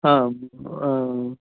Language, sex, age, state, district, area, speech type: Sanskrit, male, 60+, Karnataka, Bangalore Urban, urban, conversation